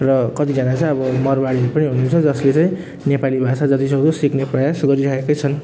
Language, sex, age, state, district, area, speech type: Nepali, male, 30-45, West Bengal, Jalpaiguri, rural, spontaneous